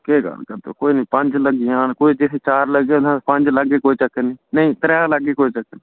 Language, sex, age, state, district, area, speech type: Dogri, male, 30-45, Jammu and Kashmir, Udhampur, urban, conversation